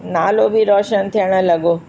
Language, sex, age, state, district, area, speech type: Sindhi, female, 60+, Uttar Pradesh, Lucknow, rural, spontaneous